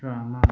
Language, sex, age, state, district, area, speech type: Hindi, male, 30-45, Uttar Pradesh, Mau, rural, read